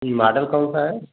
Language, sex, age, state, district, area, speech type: Hindi, male, 30-45, Uttar Pradesh, Azamgarh, rural, conversation